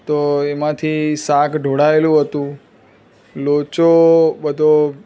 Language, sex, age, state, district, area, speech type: Gujarati, male, 30-45, Gujarat, Surat, urban, spontaneous